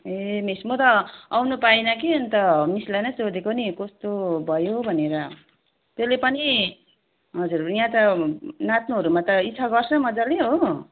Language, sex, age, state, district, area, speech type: Nepali, female, 30-45, West Bengal, Darjeeling, rural, conversation